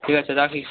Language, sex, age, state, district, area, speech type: Bengali, male, 18-30, West Bengal, South 24 Parganas, rural, conversation